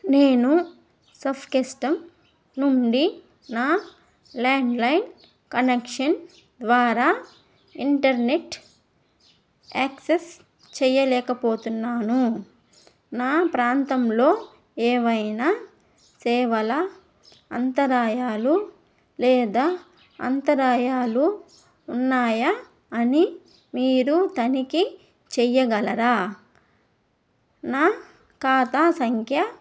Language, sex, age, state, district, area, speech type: Telugu, female, 18-30, Andhra Pradesh, Nellore, rural, read